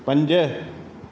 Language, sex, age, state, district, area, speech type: Sindhi, male, 18-30, Madhya Pradesh, Katni, urban, read